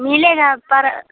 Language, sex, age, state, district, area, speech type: Hindi, female, 30-45, Bihar, Samastipur, rural, conversation